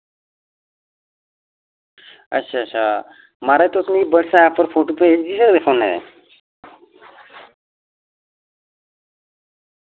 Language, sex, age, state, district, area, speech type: Dogri, male, 30-45, Jammu and Kashmir, Reasi, rural, conversation